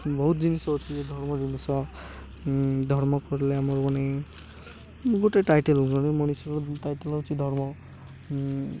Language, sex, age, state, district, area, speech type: Odia, male, 18-30, Odisha, Malkangiri, urban, spontaneous